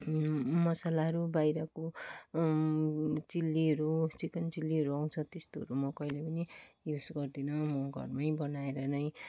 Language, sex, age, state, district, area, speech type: Nepali, female, 45-60, West Bengal, Kalimpong, rural, spontaneous